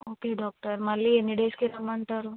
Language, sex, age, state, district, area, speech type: Telugu, female, 18-30, Telangana, Nalgonda, urban, conversation